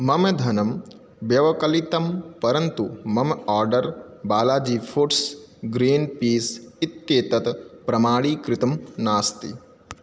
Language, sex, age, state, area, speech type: Sanskrit, male, 18-30, Madhya Pradesh, rural, read